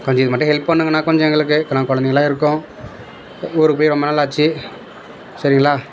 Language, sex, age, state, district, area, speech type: Tamil, male, 30-45, Tamil Nadu, Dharmapuri, rural, spontaneous